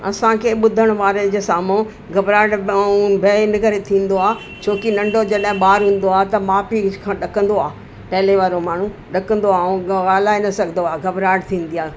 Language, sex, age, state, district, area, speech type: Sindhi, female, 60+, Delhi, South Delhi, urban, spontaneous